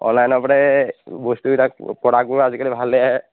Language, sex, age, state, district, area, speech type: Assamese, male, 18-30, Assam, Majuli, urban, conversation